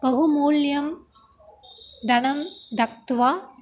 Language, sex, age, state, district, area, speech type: Sanskrit, female, 18-30, Tamil Nadu, Dharmapuri, rural, spontaneous